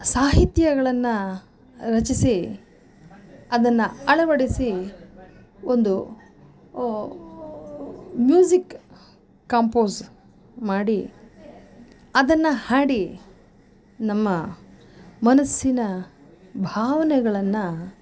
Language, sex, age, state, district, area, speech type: Kannada, female, 45-60, Karnataka, Mysore, urban, spontaneous